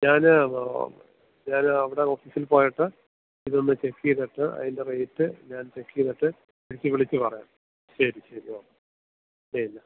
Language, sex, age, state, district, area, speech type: Malayalam, male, 30-45, Kerala, Thiruvananthapuram, rural, conversation